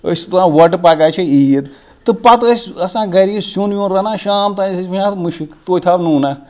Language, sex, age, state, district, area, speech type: Kashmiri, male, 30-45, Jammu and Kashmir, Srinagar, rural, spontaneous